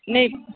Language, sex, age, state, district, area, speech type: Bodo, female, 30-45, Assam, Chirang, urban, conversation